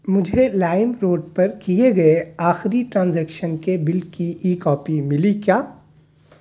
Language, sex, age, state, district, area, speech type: Urdu, male, 30-45, Delhi, South Delhi, urban, read